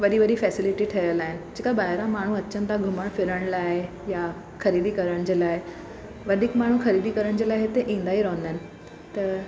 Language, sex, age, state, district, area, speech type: Sindhi, female, 30-45, Gujarat, Surat, urban, spontaneous